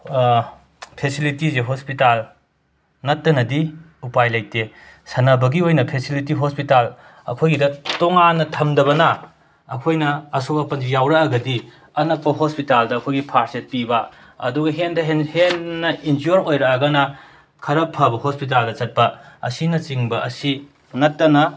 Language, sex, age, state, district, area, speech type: Manipuri, male, 45-60, Manipur, Imphal West, rural, spontaneous